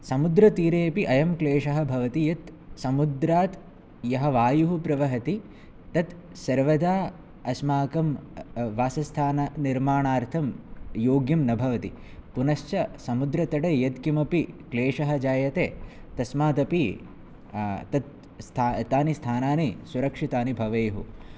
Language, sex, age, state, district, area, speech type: Sanskrit, male, 18-30, Kerala, Kannur, rural, spontaneous